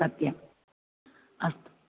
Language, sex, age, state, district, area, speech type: Sanskrit, female, 60+, Karnataka, Uttara Kannada, rural, conversation